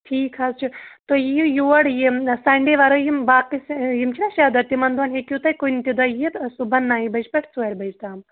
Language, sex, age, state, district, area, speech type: Kashmiri, female, 30-45, Jammu and Kashmir, Shopian, rural, conversation